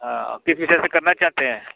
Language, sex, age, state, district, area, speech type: Hindi, male, 45-60, Uttar Pradesh, Mirzapur, urban, conversation